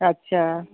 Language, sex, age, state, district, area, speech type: Sindhi, female, 45-60, Uttar Pradesh, Lucknow, urban, conversation